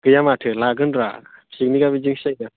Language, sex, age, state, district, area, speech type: Bodo, male, 18-30, Assam, Chirang, rural, conversation